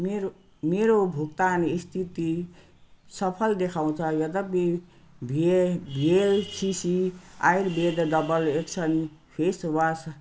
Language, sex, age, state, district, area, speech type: Nepali, female, 60+, West Bengal, Jalpaiguri, rural, read